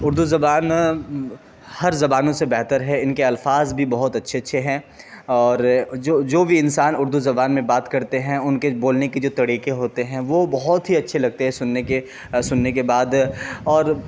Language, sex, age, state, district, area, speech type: Urdu, male, 30-45, Bihar, Khagaria, rural, spontaneous